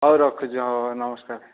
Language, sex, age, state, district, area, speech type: Odia, male, 60+, Odisha, Dhenkanal, rural, conversation